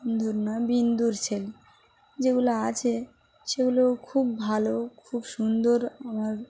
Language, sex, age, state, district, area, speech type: Bengali, female, 18-30, West Bengal, Dakshin Dinajpur, urban, spontaneous